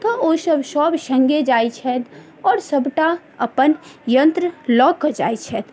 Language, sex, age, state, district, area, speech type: Maithili, female, 30-45, Bihar, Madhubani, rural, spontaneous